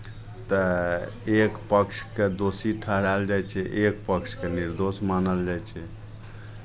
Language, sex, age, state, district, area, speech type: Maithili, male, 45-60, Bihar, Araria, rural, spontaneous